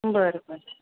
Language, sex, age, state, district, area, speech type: Marathi, female, 45-60, Maharashtra, Thane, rural, conversation